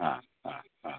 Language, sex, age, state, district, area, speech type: Sanskrit, male, 30-45, Karnataka, Shimoga, rural, conversation